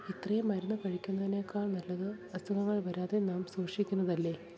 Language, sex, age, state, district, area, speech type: Malayalam, female, 30-45, Kerala, Kollam, rural, spontaneous